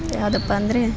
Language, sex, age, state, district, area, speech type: Kannada, female, 18-30, Karnataka, Koppal, rural, spontaneous